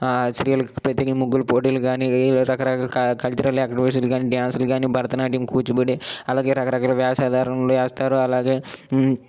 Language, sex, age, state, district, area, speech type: Telugu, male, 18-30, Andhra Pradesh, Srikakulam, urban, spontaneous